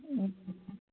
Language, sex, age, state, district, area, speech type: Nepali, female, 18-30, West Bengal, Jalpaiguri, rural, conversation